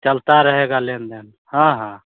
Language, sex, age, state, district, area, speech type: Hindi, male, 18-30, Bihar, Begusarai, rural, conversation